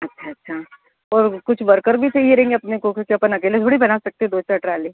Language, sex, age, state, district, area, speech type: Hindi, female, 30-45, Madhya Pradesh, Ujjain, urban, conversation